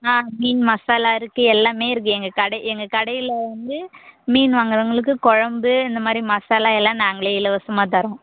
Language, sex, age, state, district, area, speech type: Tamil, female, 18-30, Tamil Nadu, Kallakurichi, rural, conversation